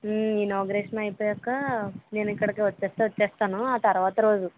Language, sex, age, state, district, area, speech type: Telugu, female, 18-30, Andhra Pradesh, Eluru, rural, conversation